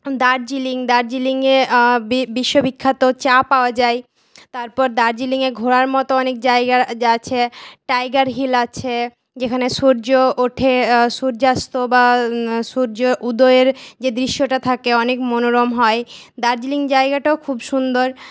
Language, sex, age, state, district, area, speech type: Bengali, female, 18-30, West Bengal, Paschim Bardhaman, urban, spontaneous